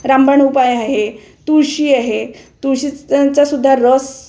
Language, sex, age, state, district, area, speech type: Marathi, female, 60+, Maharashtra, Wardha, urban, spontaneous